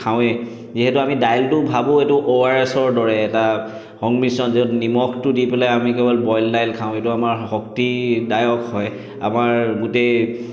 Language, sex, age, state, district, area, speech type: Assamese, male, 30-45, Assam, Chirang, urban, spontaneous